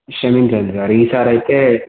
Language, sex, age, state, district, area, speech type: Telugu, male, 18-30, Telangana, Komaram Bheem, urban, conversation